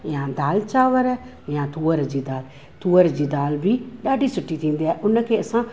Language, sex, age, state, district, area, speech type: Sindhi, female, 45-60, Maharashtra, Thane, urban, spontaneous